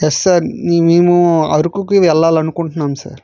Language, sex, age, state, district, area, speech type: Telugu, male, 30-45, Andhra Pradesh, Vizianagaram, rural, spontaneous